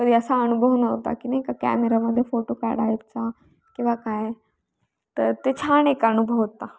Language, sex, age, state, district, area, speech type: Marathi, female, 18-30, Maharashtra, Pune, urban, spontaneous